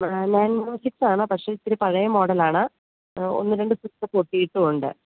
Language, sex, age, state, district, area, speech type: Malayalam, female, 30-45, Kerala, Idukki, rural, conversation